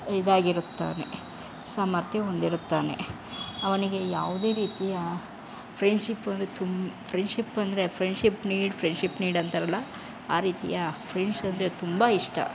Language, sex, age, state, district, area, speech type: Kannada, female, 30-45, Karnataka, Chamarajanagar, rural, spontaneous